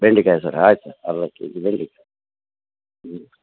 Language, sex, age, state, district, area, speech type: Kannada, male, 45-60, Karnataka, Dharwad, urban, conversation